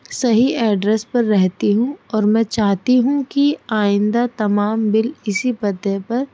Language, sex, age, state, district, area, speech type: Urdu, female, 30-45, Delhi, North East Delhi, urban, spontaneous